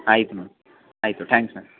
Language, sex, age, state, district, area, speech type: Kannada, male, 18-30, Karnataka, Mysore, urban, conversation